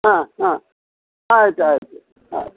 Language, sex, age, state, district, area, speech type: Kannada, male, 60+, Karnataka, Koppal, rural, conversation